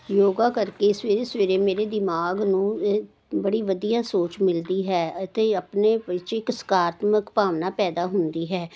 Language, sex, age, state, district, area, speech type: Punjabi, female, 60+, Punjab, Jalandhar, urban, spontaneous